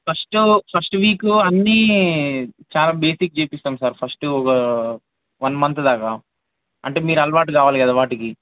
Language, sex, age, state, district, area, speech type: Telugu, male, 18-30, Telangana, Ranga Reddy, urban, conversation